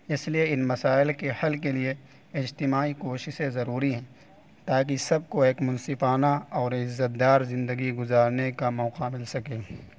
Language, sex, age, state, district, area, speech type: Urdu, male, 18-30, Uttar Pradesh, Saharanpur, urban, spontaneous